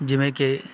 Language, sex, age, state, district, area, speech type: Punjabi, male, 30-45, Punjab, Bathinda, rural, spontaneous